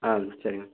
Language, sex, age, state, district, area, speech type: Tamil, male, 18-30, Tamil Nadu, Dharmapuri, rural, conversation